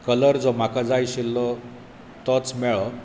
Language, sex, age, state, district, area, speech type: Goan Konkani, male, 45-60, Goa, Bardez, rural, spontaneous